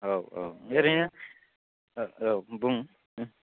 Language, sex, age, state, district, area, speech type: Bodo, male, 18-30, Assam, Kokrajhar, urban, conversation